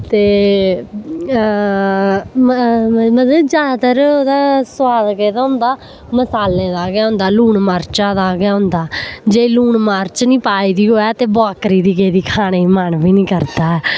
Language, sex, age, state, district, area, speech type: Dogri, female, 18-30, Jammu and Kashmir, Samba, rural, spontaneous